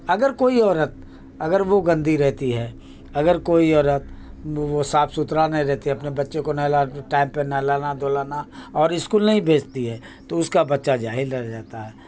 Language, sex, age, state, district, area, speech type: Urdu, male, 60+, Bihar, Khagaria, rural, spontaneous